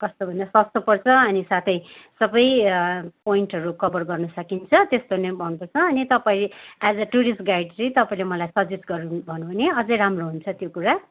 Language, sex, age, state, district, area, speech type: Nepali, female, 45-60, West Bengal, Kalimpong, rural, conversation